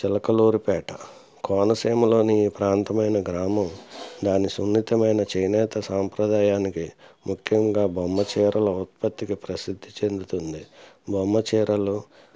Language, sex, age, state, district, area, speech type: Telugu, male, 60+, Andhra Pradesh, Konaseema, rural, spontaneous